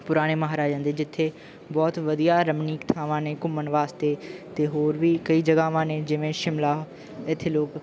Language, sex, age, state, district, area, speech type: Punjabi, male, 18-30, Punjab, Bathinda, rural, spontaneous